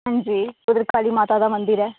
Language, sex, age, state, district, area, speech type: Dogri, female, 18-30, Jammu and Kashmir, Kathua, rural, conversation